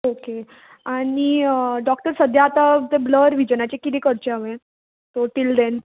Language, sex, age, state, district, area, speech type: Goan Konkani, female, 18-30, Goa, Ponda, rural, conversation